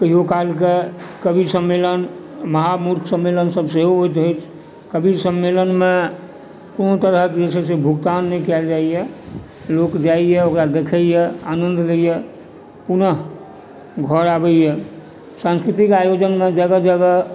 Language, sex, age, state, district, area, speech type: Maithili, male, 45-60, Bihar, Supaul, rural, spontaneous